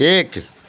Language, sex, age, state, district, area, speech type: Hindi, male, 60+, Uttar Pradesh, Pratapgarh, rural, read